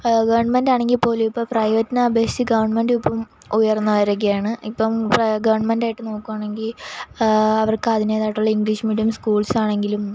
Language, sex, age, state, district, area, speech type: Malayalam, female, 18-30, Kerala, Kollam, rural, spontaneous